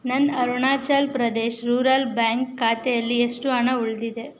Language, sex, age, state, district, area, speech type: Kannada, female, 18-30, Karnataka, Chamarajanagar, urban, read